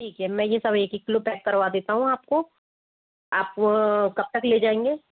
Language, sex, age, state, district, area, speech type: Hindi, female, 60+, Rajasthan, Jaipur, urban, conversation